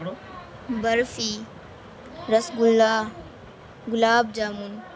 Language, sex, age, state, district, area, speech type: Urdu, female, 18-30, Bihar, Madhubani, rural, spontaneous